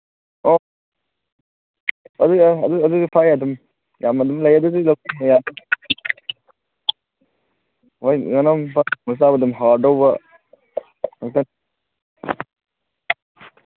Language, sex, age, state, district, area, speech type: Manipuri, male, 18-30, Manipur, Kangpokpi, urban, conversation